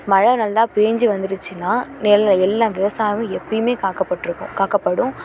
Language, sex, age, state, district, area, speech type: Tamil, female, 18-30, Tamil Nadu, Thanjavur, urban, spontaneous